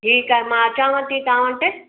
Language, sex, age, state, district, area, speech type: Sindhi, female, 60+, Gujarat, Surat, urban, conversation